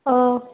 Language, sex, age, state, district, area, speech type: Manipuri, female, 30-45, Manipur, Kangpokpi, urban, conversation